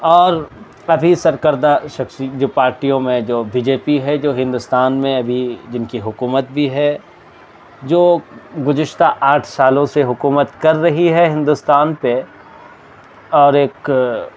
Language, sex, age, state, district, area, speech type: Urdu, male, 18-30, Delhi, South Delhi, urban, spontaneous